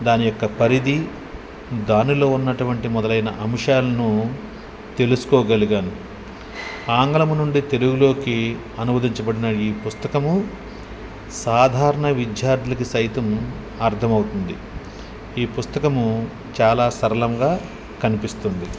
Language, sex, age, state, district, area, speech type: Telugu, male, 45-60, Andhra Pradesh, Nellore, urban, spontaneous